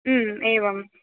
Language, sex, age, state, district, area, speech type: Sanskrit, female, 18-30, West Bengal, Dakshin Dinajpur, urban, conversation